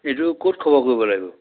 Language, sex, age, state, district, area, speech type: Assamese, male, 60+, Assam, Majuli, rural, conversation